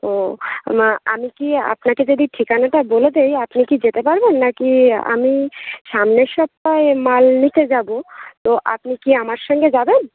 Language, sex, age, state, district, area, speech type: Bengali, female, 18-30, West Bengal, Uttar Dinajpur, urban, conversation